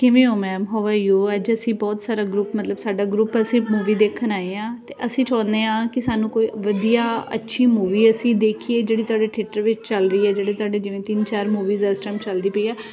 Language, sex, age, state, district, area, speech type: Punjabi, female, 30-45, Punjab, Ludhiana, urban, spontaneous